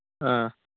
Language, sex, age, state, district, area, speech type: Manipuri, male, 18-30, Manipur, Kangpokpi, urban, conversation